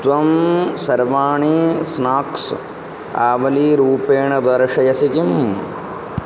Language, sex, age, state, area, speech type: Sanskrit, male, 18-30, Madhya Pradesh, rural, read